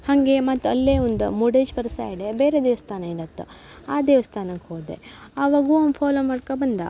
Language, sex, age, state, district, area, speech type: Kannada, female, 18-30, Karnataka, Uttara Kannada, rural, spontaneous